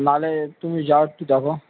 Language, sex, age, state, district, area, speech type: Bengali, male, 30-45, West Bengal, Kolkata, urban, conversation